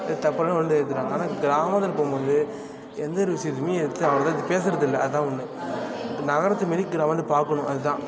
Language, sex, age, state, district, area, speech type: Tamil, male, 18-30, Tamil Nadu, Tiruvarur, rural, spontaneous